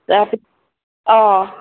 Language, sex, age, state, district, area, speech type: Assamese, female, 30-45, Assam, Jorhat, urban, conversation